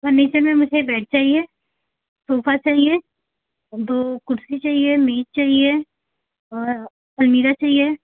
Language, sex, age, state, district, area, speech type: Hindi, female, 18-30, Uttar Pradesh, Azamgarh, rural, conversation